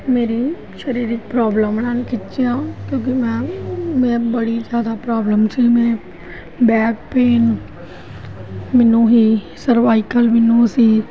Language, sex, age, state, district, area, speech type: Punjabi, female, 45-60, Punjab, Gurdaspur, urban, spontaneous